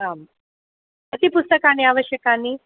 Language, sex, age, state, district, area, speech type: Sanskrit, female, 45-60, Karnataka, Udupi, urban, conversation